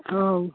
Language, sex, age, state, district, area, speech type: Odia, female, 60+, Odisha, Jharsuguda, rural, conversation